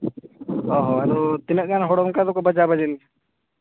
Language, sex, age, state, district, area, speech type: Santali, male, 18-30, Jharkhand, East Singhbhum, rural, conversation